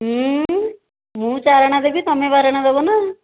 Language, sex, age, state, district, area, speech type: Odia, female, 60+, Odisha, Khordha, rural, conversation